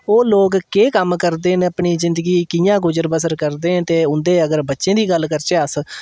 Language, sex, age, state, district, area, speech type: Dogri, male, 18-30, Jammu and Kashmir, Udhampur, rural, spontaneous